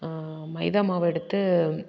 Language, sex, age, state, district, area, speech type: Tamil, female, 30-45, Tamil Nadu, Namakkal, rural, spontaneous